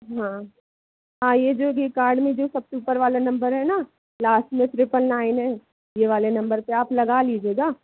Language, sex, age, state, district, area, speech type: Hindi, female, 18-30, Madhya Pradesh, Jabalpur, urban, conversation